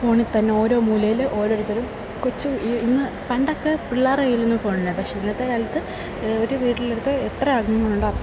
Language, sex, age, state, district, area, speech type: Malayalam, female, 18-30, Kerala, Kollam, rural, spontaneous